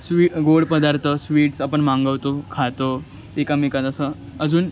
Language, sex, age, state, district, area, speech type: Marathi, male, 18-30, Maharashtra, Thane, urban, spontaneous